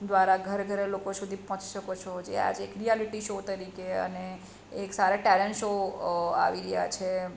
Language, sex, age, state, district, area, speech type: Gujarati, female, 45-60, Gujarat, Surat, urban, spontaneous